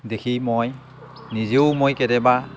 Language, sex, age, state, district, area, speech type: Assamese, male, 60+, Assam, Lakhimpur, urban, spontaneous